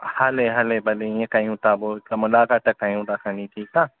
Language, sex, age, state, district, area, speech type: Sindhi, male, 18-30, Maharashtra, Thane, urban, conversation